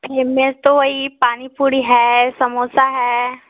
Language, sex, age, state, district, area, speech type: Hindi, female, 18-30, Uttar Pradesh, Ghazipur, rural, conversation